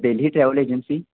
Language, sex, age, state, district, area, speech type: Marathi, male, 18-30, Maharashtra, Kolhapur, urban, conversation